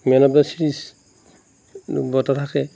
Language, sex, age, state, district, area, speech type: Assamese, male, 45-60, Assam, Darrang, rural, spontaneous